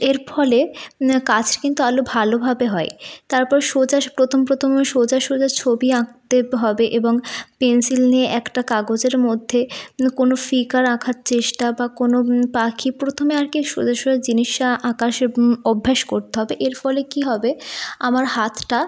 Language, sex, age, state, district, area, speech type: Bengali, female, 18-30, West Bengal, North 24 Parganas, urban, spontaneous